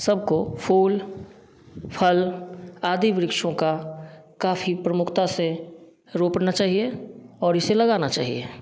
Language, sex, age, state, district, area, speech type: Hindi, male, 30-45, Bihar, Samastipur, urban, spontaneous